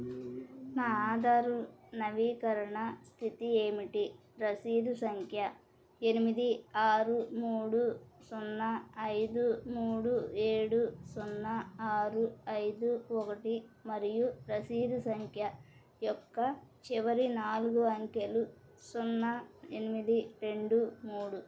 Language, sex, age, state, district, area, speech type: Telugu, female, 30-45, Andhra Pradesh, Bapatla, rural, read